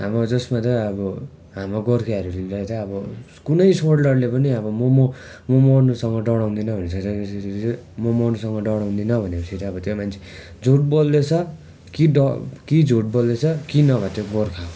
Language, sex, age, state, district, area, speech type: Nepali, male, 18-30, West Bengal, Darjeeling, rural, spontaneous